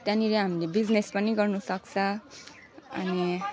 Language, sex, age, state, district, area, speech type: Nepali, female, 30-45, West Bengal, Alipurduar, rural, spontaneous